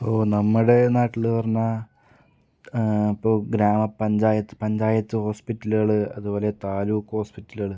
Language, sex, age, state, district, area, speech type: Malayalam, male, 30-45, Kerala, Palakkad, rural, spontaneous